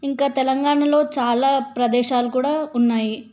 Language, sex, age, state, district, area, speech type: Telugu, female, 18-30, Telangana, Yadadri Bhuvanagiri, urban, spontaneous